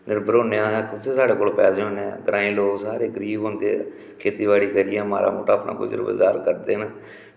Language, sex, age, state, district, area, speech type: Dogri, male, 45-60, Jammu and Kashmir, Samba, rural, spontaneous